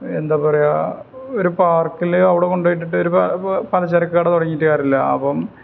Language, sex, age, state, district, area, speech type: Malayalam, male, 18-30, Kerala, Malappuram, rural, spontaneous